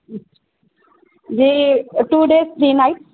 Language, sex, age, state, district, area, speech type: Sindhi, female, 30-45, Maharashtra, Thane, urban, conversation